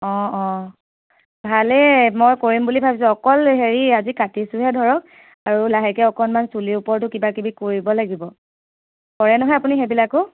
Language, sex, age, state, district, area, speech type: Assamese, female, 30-45, Assam, Charaideo, urban, conversation